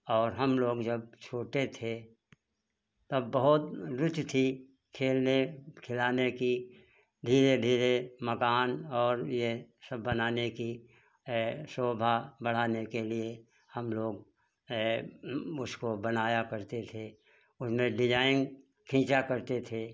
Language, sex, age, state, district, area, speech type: Hindi, male, 60+, Uttar Pradesh, Hardoi, rural, spontaneous